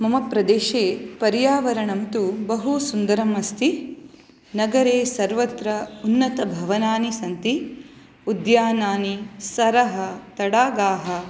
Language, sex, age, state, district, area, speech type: Sanskrit, female, 30-45, Karnataka, Udupi, urban, spontaneous